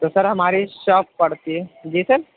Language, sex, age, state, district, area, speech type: Urdu, male, 18-30, Uttar Pradesh, Gautam Buddha Nagar, urban, conversation